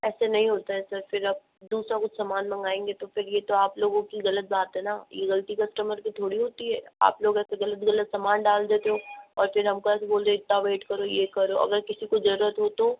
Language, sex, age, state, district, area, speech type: Hindi, female, 45-60, Rajasthan, Jodhpur, urban, conversation